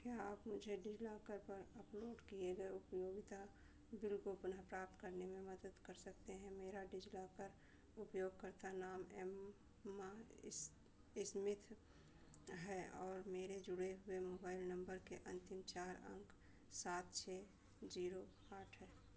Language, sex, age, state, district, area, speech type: Hindi, female, 60+, Uttar Pradesh, Hardoi, rural, read